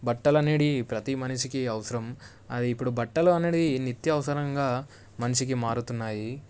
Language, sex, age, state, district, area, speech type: Telugu, male, 18-30, Telangana, Medak, rural, spontaneous